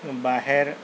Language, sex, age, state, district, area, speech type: Urdu, male, 30-45, Telangana, Hyderabad, urban, spontaneous